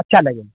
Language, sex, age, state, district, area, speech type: Urdu, male, 30-45, Bihar, Khagaria, rural, conversation